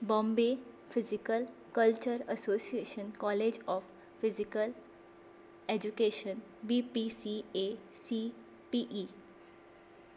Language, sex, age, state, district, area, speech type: Goan Konkani, female, 18-30, Goa, Tiswadi, rural, read